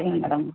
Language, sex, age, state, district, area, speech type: Tamil, female, 18-30, Tamil Nadu, Tenkasi, urban, conversation